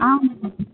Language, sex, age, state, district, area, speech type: Tamil, female, 18-30, Tamil Nadu, Chennai, urban, conversation